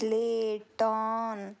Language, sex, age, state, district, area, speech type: Telugu, female, 18-30, Telangana, Nirmal, rural, spontaneous